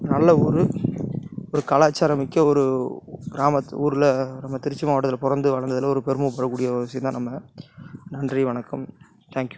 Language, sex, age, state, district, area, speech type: Tamil, male, 30-45, Tamil Nadu, Tiruchirappalli, rural, spontaneous